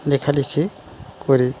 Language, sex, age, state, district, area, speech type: Bengali, male, 30-45, West Bengal, Dakshin Dinajpur, urban, spontaneous